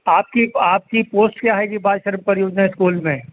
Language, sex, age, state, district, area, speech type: Urdu, male, 45-60, Uttar Pradesh, Rampur, urban, conversation